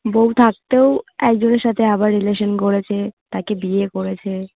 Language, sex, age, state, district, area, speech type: Bengali, female, 18-30, West Bengal, Darjeeling, urban, conversation